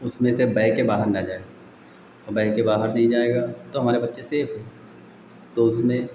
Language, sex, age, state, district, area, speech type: Hindi, male, 45-60, Uttar Pradesh, Lucknow, rural, spontaneous